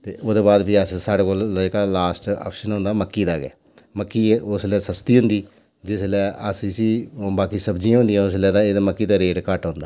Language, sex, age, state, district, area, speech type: Dogri, male, 45-60, Jammu and Kashmir, Udhampur, urban, spontaneous